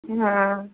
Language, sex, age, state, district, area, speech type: Hindi, female, 30-45, Uttar Pradesh, Prayagraj, urban, conversation